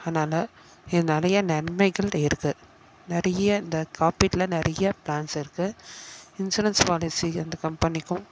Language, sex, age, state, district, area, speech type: Tamil, female, 30-45, Tamil Nadu, Chennai, urban, spontaneous